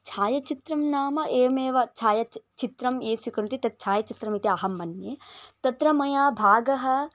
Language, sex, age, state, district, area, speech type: Sanskrit, female, 18-30, Karnataka, Bellary, urban, spontaneous